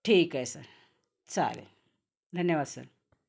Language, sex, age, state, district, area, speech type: Marathi, female, 45-60, Maharashtra, Nanded, urban, spontaneous